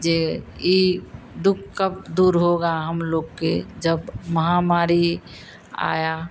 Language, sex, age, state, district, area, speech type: Hindi, female, 60+, Bihar, Madhepura, rural, spontaneous